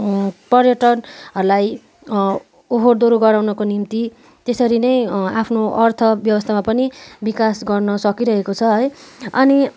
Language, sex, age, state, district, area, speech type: Nepali, female, 18-30, West Bengal, Kalimpong, rural, spontaneous